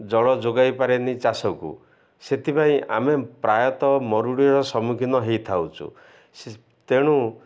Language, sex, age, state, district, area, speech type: Odia, male, 60+, Odisha, Ganjam, urban, spontaneous